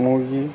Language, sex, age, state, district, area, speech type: Assamese, male, 45-60, Assam, Charaideo, urban, spontaneous